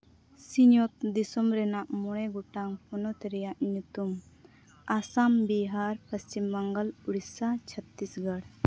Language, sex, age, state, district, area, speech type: Santali, female, 18-30, Jharkhand, Seraikela Kharsawan, rural, spontaneous